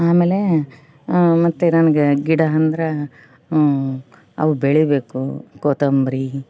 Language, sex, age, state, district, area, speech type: Kannada, female, 30-45, Karnataka, Koppal, urban, spontaneous